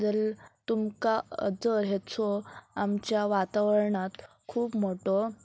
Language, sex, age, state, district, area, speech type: Goan Konkani, female, 18-30, Goa, Pernem, rural, spontaneous